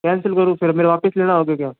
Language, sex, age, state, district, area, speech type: Hindi, male, 60+, Rajasthan, Jodhpur, urban, conversation